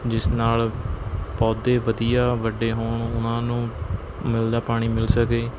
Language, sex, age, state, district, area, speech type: Punjabi, male, 18-30, Punjab, Mohali, rural, spontaneous